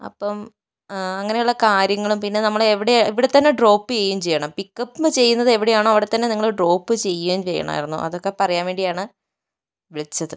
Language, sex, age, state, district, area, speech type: Malayalam, female, 30-45, Kerala, Kozhikode, rural, spontaneous